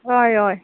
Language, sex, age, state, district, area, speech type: Goan Konkani, female, 30-45, Goa, Quepem, rural, conversation